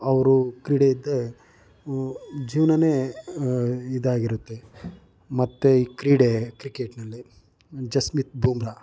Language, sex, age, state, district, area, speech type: Kannada, male, 45-60, Karnataka, Chitradurga, rural, spontaneous